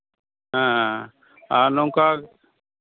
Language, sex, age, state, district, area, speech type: Santali, male, 60+, West Bengal, Malda, rural, conversation